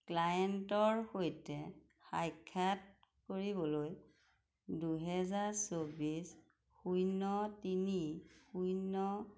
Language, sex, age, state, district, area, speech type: Assamese, female, 45-60, Assam, Majuli, rural, read